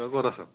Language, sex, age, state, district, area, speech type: Assamese, male, 30-45, Assam, Charaideo, urban, conversation